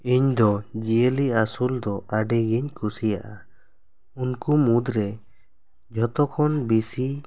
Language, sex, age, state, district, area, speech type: Santali, male, 18-30, West Bengal, Bankura, rural, spontaneous